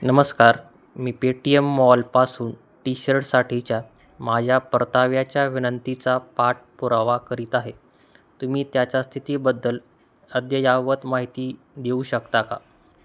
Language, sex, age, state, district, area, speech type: Marathi, male, 30-45, Maharashtra, Osmanabad, rural, read